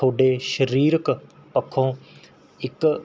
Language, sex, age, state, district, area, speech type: Punjabi, male, 18-30, Punjab, Mohali, urban, spontaneous